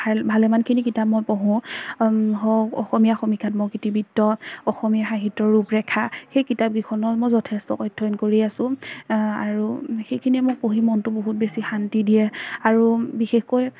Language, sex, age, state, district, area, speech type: Assamese, female, 18-30, Assam, Majuli, urban, spontaneous